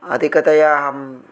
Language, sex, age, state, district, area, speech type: Sanskrit, male, 30-45, Telangana, Ranga Reddy, urban, spontaneous